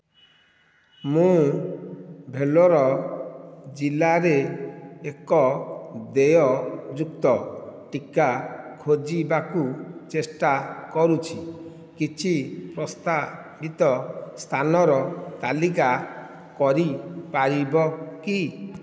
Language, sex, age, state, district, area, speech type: Odia, male, 45-60, Odisha, Nayagarh, rural, read